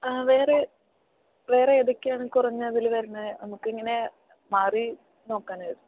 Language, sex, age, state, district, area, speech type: Malayalam, female, 18-30, Kerala, Thrissur, rural, conversation